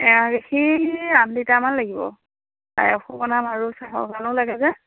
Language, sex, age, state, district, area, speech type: Assamese, female, 30-45, Assam, Majuli, urban, conversation